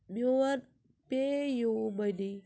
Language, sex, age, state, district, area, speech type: Kashmiri, female, 18-30, Jammu and Kashmir, Ganderbal, rural, read